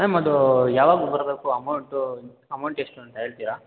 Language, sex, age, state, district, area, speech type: Kannada, male, 18-30, Karnataka, Mysore, urban, conversation